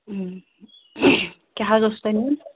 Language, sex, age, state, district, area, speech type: Kashmiri, female, 30-45, Jammu and Kashmir, Shopian, rural, conversation